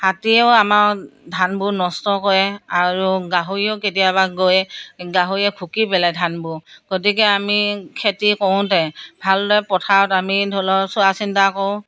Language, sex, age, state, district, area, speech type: Assamese, female, 60+, Assam, Morigaon, rural, spontaneous